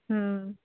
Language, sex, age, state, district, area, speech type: Kannada, female, 30-45, Karnataka, Uttara Kannada, rural, conversation